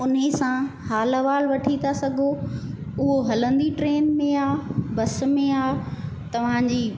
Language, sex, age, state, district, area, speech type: Sindhi, female, 45-60, Madhya Pradesh, Katni, urban, spontaneous